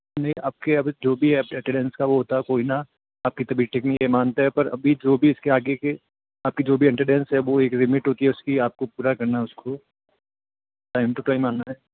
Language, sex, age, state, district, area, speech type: Hindi, male, 18-30, Rajasthan, Jodhpur, urban, conversation